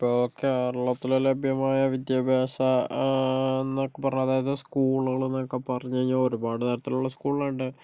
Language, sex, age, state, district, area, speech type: Malayalam, male, 18-30, Kerala, Kozhikode, urban, spontaneous